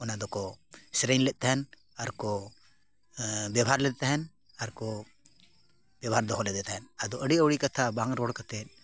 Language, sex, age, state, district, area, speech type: Santali, male, 45-60, Jharkhand, Bokaro, rural, spontaneous